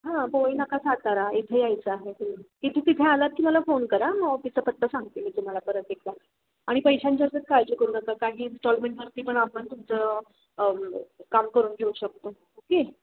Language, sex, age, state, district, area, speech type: Marathi, female, 30-45, Maharashtra, Satara, urban, conversation